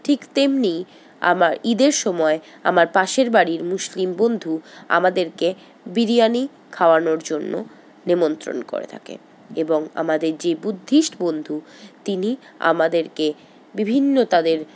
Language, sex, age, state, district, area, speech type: Bengali, female, 60+, West Bengal, Paschim Bardhaman, urban, spontaneous